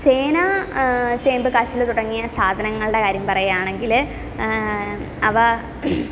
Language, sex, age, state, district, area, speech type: Malayalam, female, 18-30, Kerala, Kottayam, rural, spontaneous